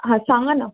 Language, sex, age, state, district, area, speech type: Marathi, female, 18-30, Maharashtra, Pune, urban, conversation